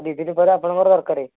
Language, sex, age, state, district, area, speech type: Odia, male, 18-30, Odisha, Kendujhar, urban, conversation